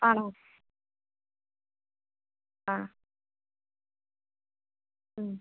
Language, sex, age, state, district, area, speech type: Malayalam, female, 18-30, Kerala, Thiruvananthapuram, rural, conversation